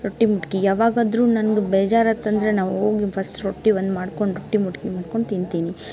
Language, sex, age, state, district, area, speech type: Kannada, female, 18-30, Karnataka, Dharwad, rural, spontaneous